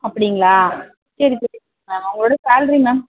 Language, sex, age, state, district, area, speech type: Tamil, female, 18-30, Tamil Nadu, Tiruvarur, rural, conversation